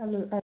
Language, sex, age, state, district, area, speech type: Kashmiri, female, 18-30, Jammu and Kashmir, Ganderbal, rural, conversation